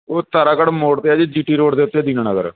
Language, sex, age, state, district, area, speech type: Punjabi, male, 30-45, Punjab, Gurdaspur, urban, conversation